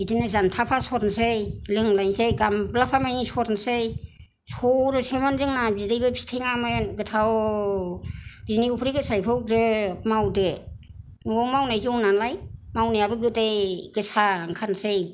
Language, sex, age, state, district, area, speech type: Bodo, female, 60+, Assam, Kokrajhar, rural, spontaneous